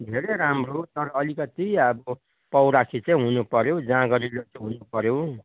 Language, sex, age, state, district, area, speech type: Nepali, male, 60+, West Bengal, Kalimpong, rural, conversation